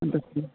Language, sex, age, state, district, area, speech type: Goan Konkani, male, 18-30, Goa, Canacona, rural, conversation